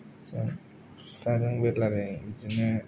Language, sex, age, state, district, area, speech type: Bodo, male, 18-30, Assam, Kokrajhar, rural, spontaneous